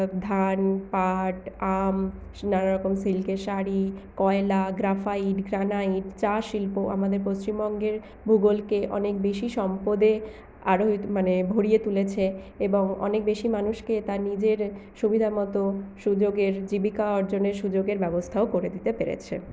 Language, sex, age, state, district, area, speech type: Bengali, female, 45-60, West Bengal, Purulia, urban, spontaneous